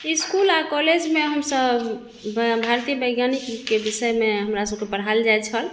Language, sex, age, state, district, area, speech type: Maithili, female, 30-45, Bihar, Madhubani, urban, spontaneous